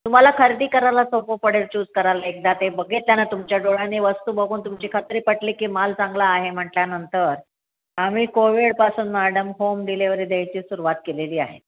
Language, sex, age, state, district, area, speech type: Marathi, female, 60+, Maharashtra, Nashik, urban, conversation